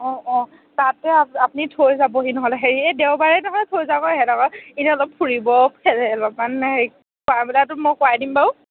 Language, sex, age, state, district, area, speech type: Assamese, female, 18-30, Assam, Morigaon, rural, conversation